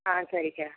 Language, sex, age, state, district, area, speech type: Tamil, female, 30-45, Tamil Nadu, Nilgiris, rural, conversation